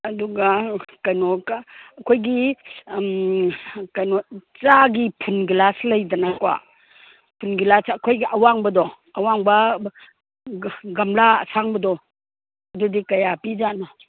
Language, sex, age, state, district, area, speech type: Manipuri, female, 60+, Manipur, Imphal East, rural, conversation